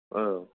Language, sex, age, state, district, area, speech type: Bodo, male, 18-30, Assam, Kokrajhar, urban, conversation